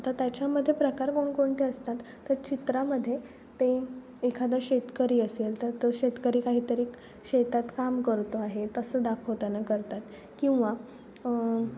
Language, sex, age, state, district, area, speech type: Marathi, female, 18-30, Maharashtra, Ratnagiri, rural, spontaneous